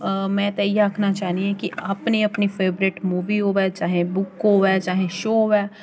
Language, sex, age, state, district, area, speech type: Dogri, female, 18-30, Jammu and Kashmir, Jammu, rural, spontaneous